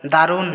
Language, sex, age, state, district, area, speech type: Bengali, male, 60+, West Bengal, Purulia, rural, read